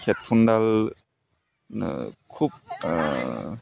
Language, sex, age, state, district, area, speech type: Assamese, male, 18-30, Assam, Dibrugarh, urban, spontaneous